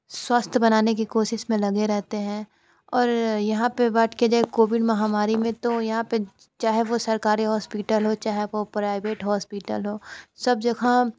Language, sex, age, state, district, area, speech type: Hindi, female, 45-60, Uttar Pradesh, Sonbhadra, rural, spontaneous